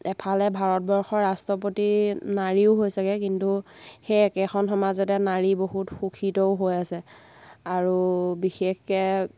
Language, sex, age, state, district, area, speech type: Assamese, female, 18-30, Assam, Lakhimpur, rural, spontaneous